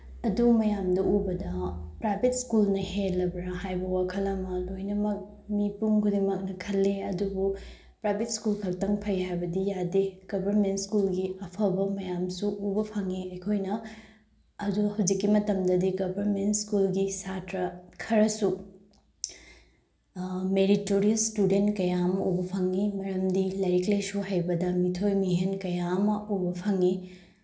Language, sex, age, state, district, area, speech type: Manipuri, female, 18-30, Manipur, Bishnupur, rural, spontaneous